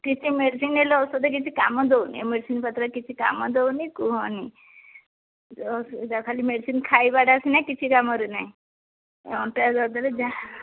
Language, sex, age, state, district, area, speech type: Odia, female, 45-60, Odisha, Gajapati, rural, conversation